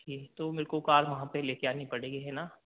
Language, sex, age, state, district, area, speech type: Hindi, male, 18-30, Madhya Pradesh, Ujjain, rural, conversation